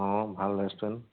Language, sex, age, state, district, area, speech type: Assamese, male, 30-45, Assam, Charaideo, urban, conversation